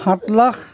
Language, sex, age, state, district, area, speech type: Assamese, male, 45-60, Assam, Sivasagar, rural, spontaneous